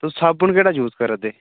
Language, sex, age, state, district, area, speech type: Dogri, male, 18-30, Jammu and Kashmir, Udhampur, urban, conversation